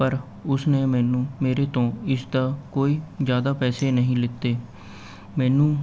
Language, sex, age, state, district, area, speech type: Punjabi, male, 18-30, Punjab, Mohali, urban, spontaneous